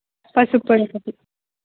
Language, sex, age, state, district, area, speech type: Telugu, female, 18-30, Andhra Pradesh, Sri Balaji, urban, conversation